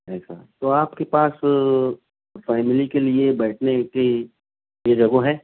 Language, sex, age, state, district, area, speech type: Urdu, male, 30-45, Maharashtra, Nashik, urban, conversation